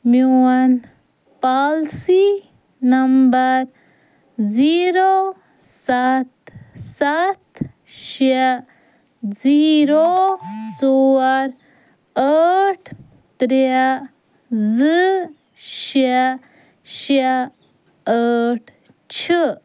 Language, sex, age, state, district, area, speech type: Kashmiri, female, 30-45, Jammu and Kashmir, Ganderbal, rural, read